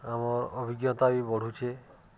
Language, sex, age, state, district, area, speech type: Odia, male, 45-60, Odisha, Nuapada, urban, spontaneous